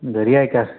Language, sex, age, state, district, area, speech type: Marathi, male, 18-30, Maharashtra, Wardha, urban, conversation